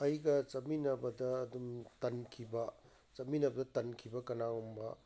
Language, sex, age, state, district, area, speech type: Manipuri, male, 45-60, Manipur, Kakching, rural, spontaneous